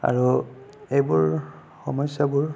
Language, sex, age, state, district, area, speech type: Assamese, male, 30-45, Assam, Sonitpur, rural, spontaneous